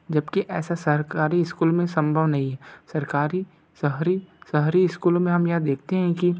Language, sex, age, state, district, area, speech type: Hindi, male, 60+, Madhya Pradesh, Balaghat, rural, spontaneous